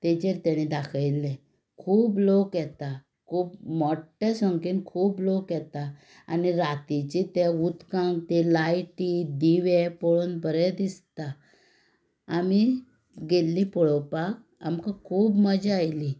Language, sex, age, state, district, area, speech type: Goan Konkani, female, 45-60, Goa, Tiswadi, rural, spontaneous